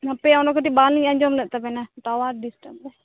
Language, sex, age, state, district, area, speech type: Santali, female, 18-30, West Bengal, Bankura, rural, conversation